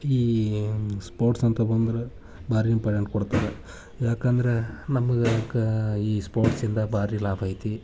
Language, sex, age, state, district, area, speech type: Kannada, male, 18-30, Karnataka, Haveri, rural, spontaneous